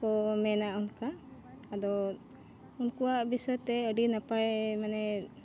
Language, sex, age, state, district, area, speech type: Santali, female, 45-60, Jharkhand, Bokaro, rural, spontaneous